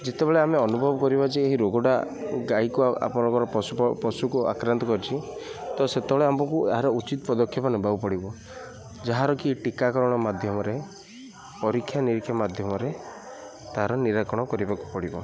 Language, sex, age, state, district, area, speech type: Odia, male, 18-30, Odisha, Kendrapara, urban, spontaneous